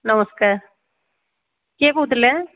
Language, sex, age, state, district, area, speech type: Odia, female, 45-60, Odisha, Angul, rural, conversation